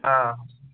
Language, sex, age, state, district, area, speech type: Kashmiri, male, 18-30, Jammu and Kashmir, Ganderbal, rural, conversation